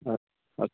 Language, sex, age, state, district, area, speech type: Sanskrit, male, 18-30, Bihar, Samastipur, rural, conversation